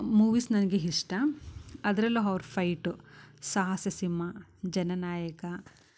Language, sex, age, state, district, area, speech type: Kannada, female, 30-45, Karnataka, Mysore, rural, spontaneous